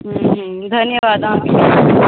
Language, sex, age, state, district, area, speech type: Maithili, female, 30-45, Bihar, Madhubani, rural, conversation